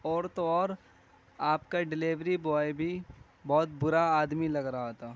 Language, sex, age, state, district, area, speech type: Urdu, male, 18-30, Uttar Pradesh, Gautam Buddha Nagar, urban, spontaneous